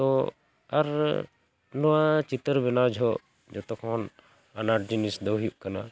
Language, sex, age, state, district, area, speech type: Santali, male, 45-60, Jharkhand, Bokaro, rural, spontaneous